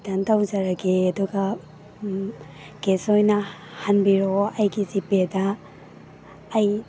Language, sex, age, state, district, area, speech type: Manipuri, female, 30-45, Manipur, Imphal East, rural, spontaneous